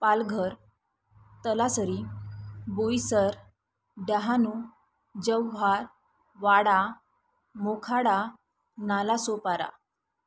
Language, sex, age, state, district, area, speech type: Marathi, female, 30-45, Maharashtra, Thane, urban, spontaneous